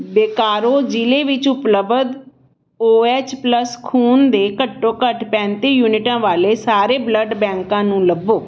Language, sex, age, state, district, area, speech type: Punjabi, female, 45-60, Punjab, Patiala, urban, read